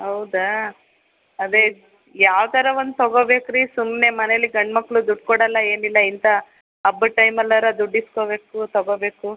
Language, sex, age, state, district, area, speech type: Kannada, female, 45-60, Karnataka, Chitradurga, urban, conversation